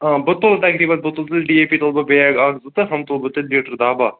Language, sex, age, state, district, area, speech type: Kashmiri, male, 18-30, Jammu and Kashmir, Kupwara, rural, conversation